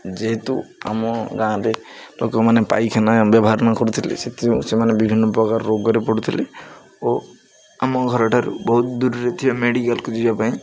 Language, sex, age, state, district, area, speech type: Odia, male, 18-30, Odisha, Jagatsinghpur, rural, spontaneous